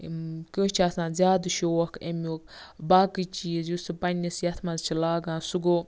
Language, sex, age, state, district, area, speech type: Kashmiri, female, 18-30, Jammu and Kashmir, Baramulla, rural, spontaneous